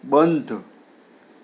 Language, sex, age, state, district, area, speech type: Gujarati, male, 60+, Gujarat, Anand, urban, read